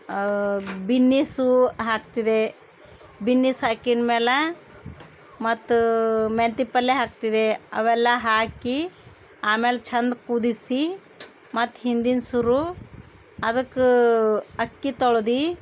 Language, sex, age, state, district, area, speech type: Kannada, female, 45-60, Karnataka, Bidar, urban, spontaneous